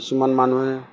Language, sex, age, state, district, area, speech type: Assamese, male, 60+, Assam, Lakhimpur, rural, spontaneous